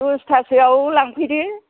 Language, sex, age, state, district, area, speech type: Bodo, female, 60+, Assam, Kokrajhar, rural, conversation